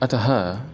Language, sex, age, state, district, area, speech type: Sanskrit, male, 18-30, Karnataka, Udupi, rural, spontaneous